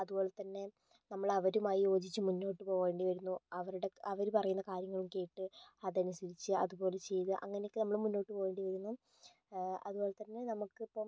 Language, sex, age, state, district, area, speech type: Malayalam, female, 18-30, Kerala, Kozhikode, urban, spontaneous